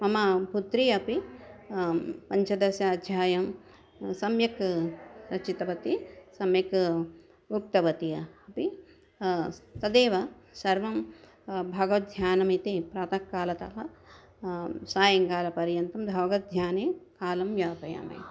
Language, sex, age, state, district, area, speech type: Sanskrit, female, 60+, Andhra Pradesh, Krishna, urban, spontaneous